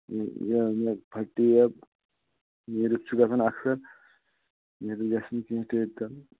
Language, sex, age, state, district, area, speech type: Kashmiri, male, 60+, Jammu and Kashmir, Shopian, rural, conversation